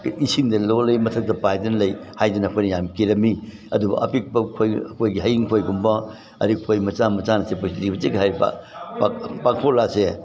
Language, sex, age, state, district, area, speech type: Manipuri, male, 60+, Manipur, Imphal East, rural, spontaneous